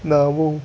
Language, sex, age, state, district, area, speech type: Kannada, male, 45-60, Karnataka, Tumkur, urban, spontaneous